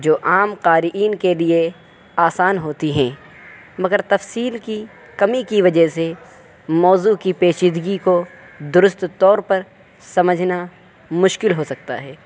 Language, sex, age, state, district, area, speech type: Urdu, male, 18-30, Uttar Pradesh, Saharanpur, urban, spontaneous